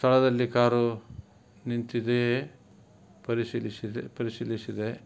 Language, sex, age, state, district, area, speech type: Kannada, male, 45-60, Karnataka, Davanagere, rural, spontaneous